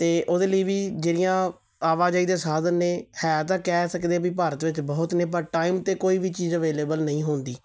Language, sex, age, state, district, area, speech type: Punjabi, male, 30-45, Punjab, Tarn Taran, urban, spontaneous